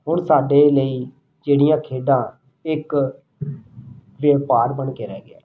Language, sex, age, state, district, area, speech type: Punjabi, male, 30-45, Punjab, Rupnagar, rural, spontaneous